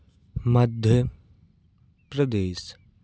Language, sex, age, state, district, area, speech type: Hindi, male, 18-30, Madhya Pradesh, Hoshangabad, urban, spontaneous